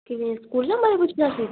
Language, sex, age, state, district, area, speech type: Punjabi, female, 18-30, Punjab, Muktsar, urban, conversation